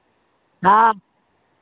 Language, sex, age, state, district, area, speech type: Hindi, female, 60+, Uttar Pradesh, Sitapur, rural, conversation